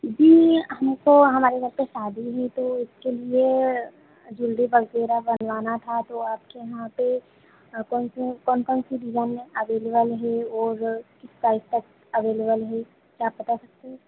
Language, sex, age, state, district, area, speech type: Hindi, female, 30-45, Madhya Pradesh, Harda, urban, conversation